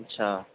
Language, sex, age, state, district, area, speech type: Urdu, male, 18-30, Uttar Pradesh, Saharanpur, urban, conversation